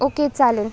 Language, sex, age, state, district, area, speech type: Marathi, female, 18-30, Maharashtra, Sindhudurg, rural, spontaneous